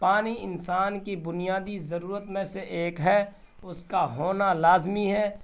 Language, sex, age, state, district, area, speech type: Urdu, male, 18-30, Bihar, Purnia, rural, spontaneous